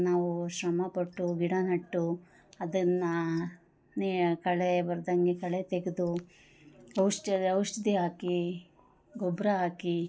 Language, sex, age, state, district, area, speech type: Kannada, female, 30-45, Karnataka, Chikkamagaluru, rural, spontaneous